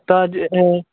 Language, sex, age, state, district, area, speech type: Sindhi, male, 18-30, Delhi, South Delhi, urban, conversation